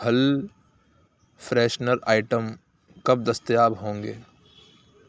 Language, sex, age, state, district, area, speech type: Urdu, male, 30-45, Uttar Pradesh, Aligarh, rural, read